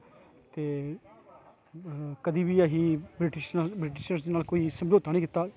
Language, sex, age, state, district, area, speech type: Dogri, male, 30-45, Jammu and Kashmir, Kathua, urban, spontaneous